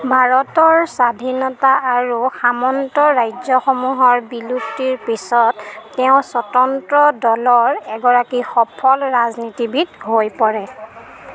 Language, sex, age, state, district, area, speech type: Assamese, female, 30-45, Assam, Golaghat, urban, read